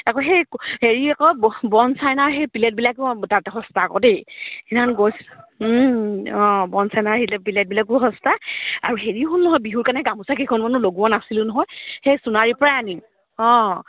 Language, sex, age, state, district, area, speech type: Assamese, female, 30-45, Assam, Charaideo, rural, conversation